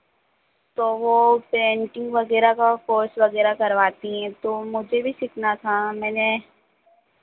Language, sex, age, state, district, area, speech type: Hindi, female, 18-30, Madhya Pradesh, Harda, rural, conversation